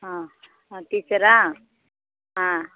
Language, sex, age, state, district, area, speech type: Tamil, female, 60+, Tamil Nadu, Thoothukudi, rural, conversation